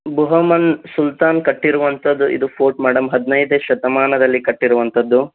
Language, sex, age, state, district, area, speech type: Kannada, male, 18-30, Karnataka, Bidar, urban, conversation